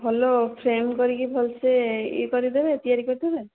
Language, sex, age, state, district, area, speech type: Odia, female, 18-30, Odisha, Jajpur, rural, conversation